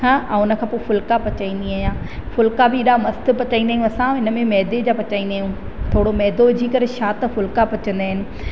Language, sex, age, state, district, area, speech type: Sindhi, female, 30-45, Madhya Pradesh, Katni, rural, spontaneous